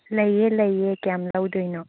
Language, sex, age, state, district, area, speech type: Manipuri, female, 30-45, Manipur, Chandel, rural, conversation